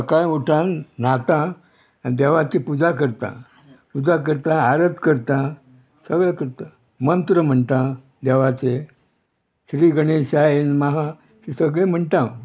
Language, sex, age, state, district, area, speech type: Goan Konkani, male, 60+, Goa, Murmgao, rural, spontaneous